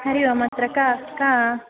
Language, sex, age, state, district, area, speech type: Sanskrit, female, 30-45, Kerala, Kasaragod, rural, conversation